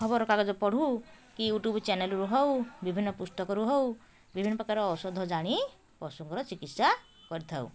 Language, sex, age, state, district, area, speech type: Odia, female, 45-60, Odisha, Puri, urban, spontaneous